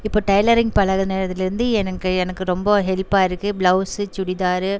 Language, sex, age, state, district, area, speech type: Tamil, female, 30-45, Tamil Nadu, Erode, rural, spontaneous